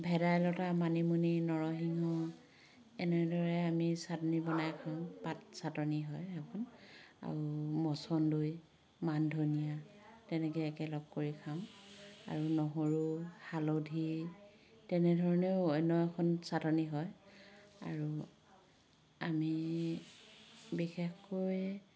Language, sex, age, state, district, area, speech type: Assamese, female, 45-60, Assam, Dhemaji, rural, spontaneous